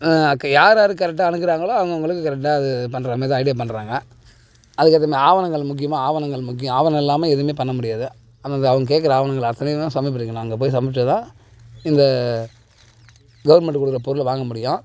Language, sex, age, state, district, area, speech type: Tamil, male, 30-45, Tamil Nadu, Tiruvannamalai, rural, spontaneous